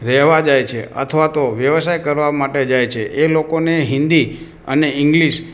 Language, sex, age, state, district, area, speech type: Gujarati, male, 60+, Gujarat, Morbi, rural, spontaneous